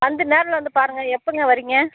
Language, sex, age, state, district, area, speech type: Tamil, female, 60+, Tamil Nadu, Ariyalur, rural, conversation